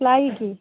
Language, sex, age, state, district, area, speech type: Hindi, female, 60+, Uttar Pradesh, Sitapur, rural, conversation